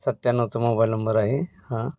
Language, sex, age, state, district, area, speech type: Marathi, male, 30-45, Maharashtra, Pune, urban, spontaneous